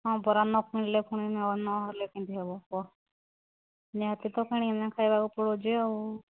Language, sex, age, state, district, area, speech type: Odia, female, 45-60, Odisha, Angul, rural, conversation